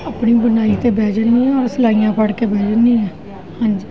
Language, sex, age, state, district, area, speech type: Punjabi, female, 45-60, Punjab, Gurdaspur, urban, spontaneous